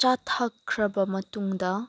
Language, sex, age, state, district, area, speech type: Manipuri, female, 18-30, Manipur, Senapati, rural, spontaneous